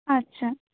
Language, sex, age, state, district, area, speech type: Bengali, female, 18-30, West Bengal, Cooch Behar, urban, conversation